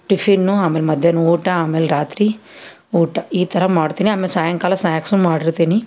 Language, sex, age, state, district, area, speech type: Kannada, female, 30-45, Karnataka, Koppal, rural, spontaneous